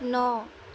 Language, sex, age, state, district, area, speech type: Assamese, female, 18-30, Assam, Jorhat, urban, read